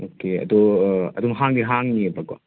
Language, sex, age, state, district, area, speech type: Manipuri, male, 45-60, Manipur, Imphal West, urban, conversation